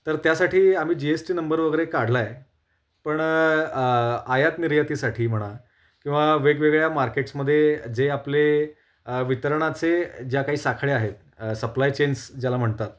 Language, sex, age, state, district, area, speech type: Marathi, male, 18-30, Maharashtra, Kolhapur, urban, spontaneous